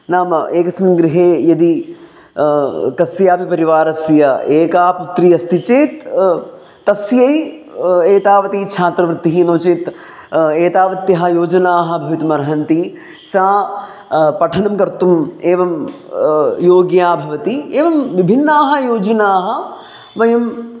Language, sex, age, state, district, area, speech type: Sanskrit, male, 30-45, Kerala, Palakkad, urban, spontaneous